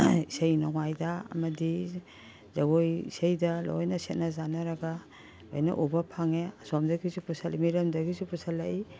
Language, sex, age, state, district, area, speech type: Manipuri, female, 60+, Manipur, Imphal East, rural, spontaneous